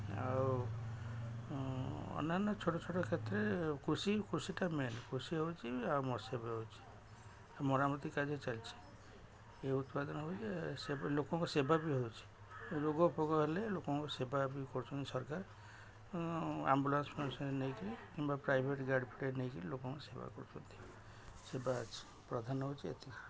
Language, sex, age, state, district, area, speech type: Odia, male, 60+, Odisha, Jagatsinghpur, rural, spontaneous